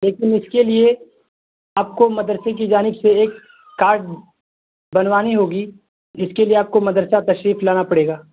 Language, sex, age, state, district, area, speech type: Urdu, male, 18-30, Bihar, Purnia, rural, conversation